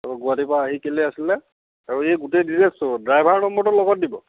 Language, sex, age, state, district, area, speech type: Assamese, male, 45-60, Assam, Lakhimpur, rural, conversation